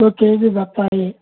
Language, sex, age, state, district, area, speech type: Telugu, male, 60+, Andhra Pradesh, Konaseema, rural, conversation